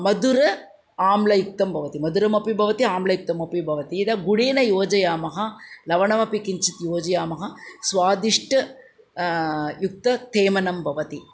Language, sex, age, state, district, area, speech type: Sanskrit, female, 45-60, Andhra Pradesh, Chittoor, urban, spontaneous